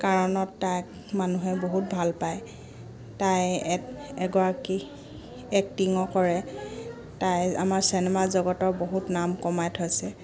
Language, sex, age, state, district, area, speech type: Assamese, female, 30-45, Assam, Dibrugarh, rural, spontaneous